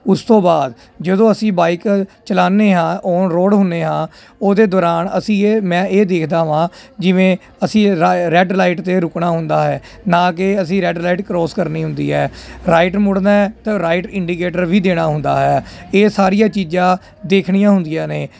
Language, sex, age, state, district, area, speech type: Punjabi, male, 30-45, Punjab, Jalandhar, urban, spontaneous